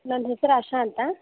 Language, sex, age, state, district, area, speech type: Kannada, female, 18-30, Karnataka, Gadag, rural, conversation